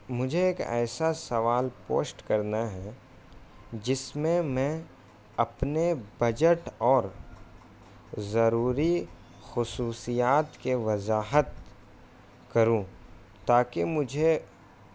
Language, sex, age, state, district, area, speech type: Urdu, male, 18-30, Bihar, Gaya, rural, spontaneous